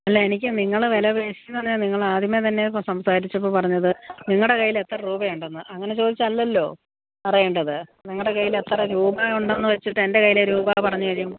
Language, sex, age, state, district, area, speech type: Malayalam, female, 45-60, Kerala, Alappuzha, rural, conversation